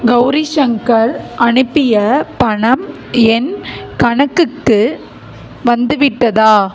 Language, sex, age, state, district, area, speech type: Tamil, female, 45-60, Tamil Nadu, Mayiladuthurai, rural, read